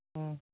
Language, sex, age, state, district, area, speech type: Tamil, male, 30-45, Tamil Nadu, Chengalpattu, rural, conversation